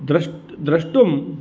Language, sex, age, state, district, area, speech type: Sanskrit, male, 30-45, Karnataka, Dakshina Kannada, rural, spontaneous